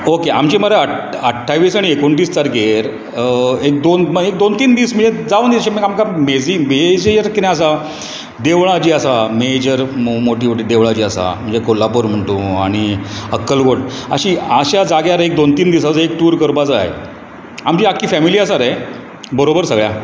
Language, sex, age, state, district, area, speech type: Goan Konkani, male, 45-60, Goa, Bardez, urban, spontaneous